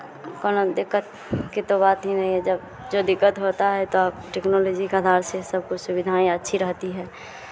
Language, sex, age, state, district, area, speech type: Hindi, female, 18-30, Bihar, Madhepura, rural, spontaneous